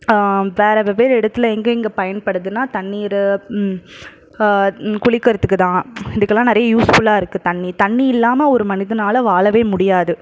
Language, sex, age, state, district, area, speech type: Tamil, male, 45-60, Tamil Nadu, Krishnagiri, rural, spontaneous